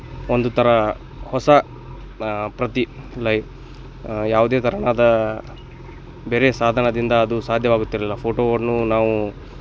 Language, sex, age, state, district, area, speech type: Kannada, male, 18-30, Karnataka, Bagalkot, rural, spontaneous